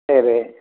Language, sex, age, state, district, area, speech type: Tamil, male, 60+, Tamil Nadu, Erode, rural, conversation